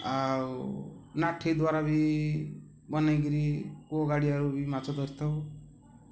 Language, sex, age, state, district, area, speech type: Odia, male, 45-60, Odisha, Ganjam, urban, spontaneous